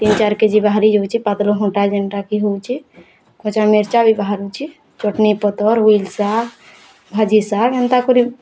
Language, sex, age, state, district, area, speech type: Odia, female, 18-30, Odisha, Bargarh, rural, spontaneous